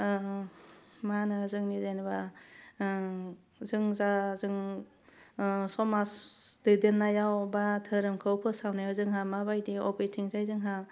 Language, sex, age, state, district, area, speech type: Bodo, female, 30-45, Assam, Udalguri, urban, spontaneous